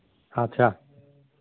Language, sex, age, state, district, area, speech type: Santali, male, 60+, Jharkhand, Seraikela Kharsawan, rural, conversation